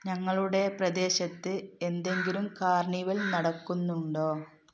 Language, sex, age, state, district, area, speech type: Malayalam, female, 30-45, Kerala, Malappuram, rural, read